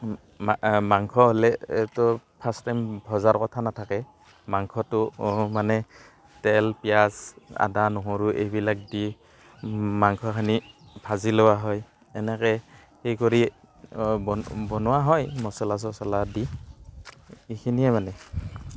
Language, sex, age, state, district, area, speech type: Assamese, male, 30-45, Assam, Barpeta, rural, spontaneous